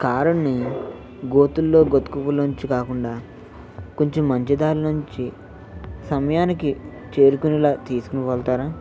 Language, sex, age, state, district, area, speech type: Telugu, male, 18-30, Andhra Pradesh, Eluru, urban, spontaneous